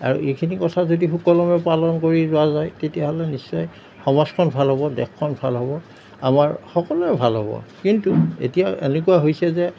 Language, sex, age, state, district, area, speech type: Assamese, male, 60+, Assam, Darrang, rural, spontaneous